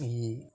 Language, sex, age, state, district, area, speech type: Malayalam, male, 30-45, Kerala, Kasaragod, urban, spontaneous